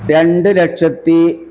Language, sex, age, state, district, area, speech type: Malayalam, male, 60+, Kerala, Malappuram, rural, spontaneous